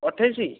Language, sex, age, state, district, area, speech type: Odia, male, 45-60, Odisha, Kandhamal, rural, conversation